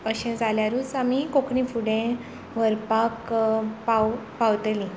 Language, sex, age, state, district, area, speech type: Goan Konkani, female, 18-30, Goa, Tiswadi, rural, spontaneous